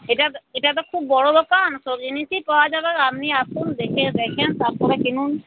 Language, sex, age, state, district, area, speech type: Bengali, female, 60+, West Bengal, Uttar Dinajpur, urban, conversation